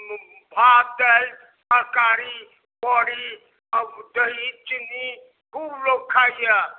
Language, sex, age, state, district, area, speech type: Maithili, male, 60+, Bihar, Darbhanga, rural, conversation